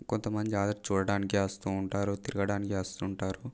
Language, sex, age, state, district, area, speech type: Telugu, male, 18-30, Telangana, Mancherial, rural, spontaneous